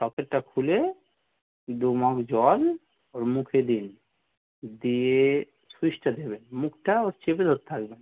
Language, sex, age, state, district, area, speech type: Bengali, male, 45-60, West Bengal, North 24 Parganas, urban, conversation